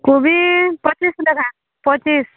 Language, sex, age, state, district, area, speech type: Odia, female, 18-30, Odisha, Subarnapur, urban, conversation